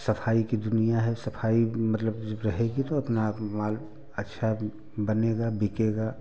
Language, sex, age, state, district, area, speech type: Hindi, male, 45-60, Uttar Pradesh, Prayagraj, urban, spontaneous